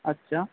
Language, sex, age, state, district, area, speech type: Bengali, male, 30-45, West Bengal, Birbhum, urban, conversation